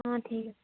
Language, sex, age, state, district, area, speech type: Assamese, female, 18-30, Assam, Sivasagar, rural, conversation